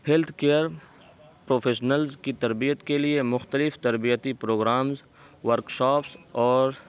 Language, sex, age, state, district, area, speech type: Urdu, male, 18-30, Uttar Pradesh, Saharanpur, urban, spontaneous